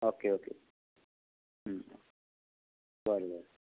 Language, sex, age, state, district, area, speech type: Goan Konkani, male, 45-60, Goa, Tiswadi, rural, conversation